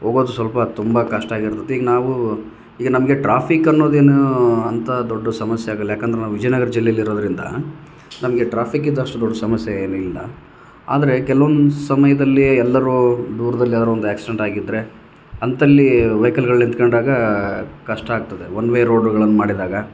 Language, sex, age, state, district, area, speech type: Kannada, male, 30-45, Karnataka, Vijayanagara, rural, spontaneous